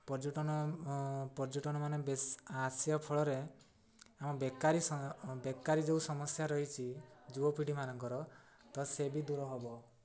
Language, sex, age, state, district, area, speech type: Odia, male, 18-30, Odisha, Mayurbhanj, rural, spontaneous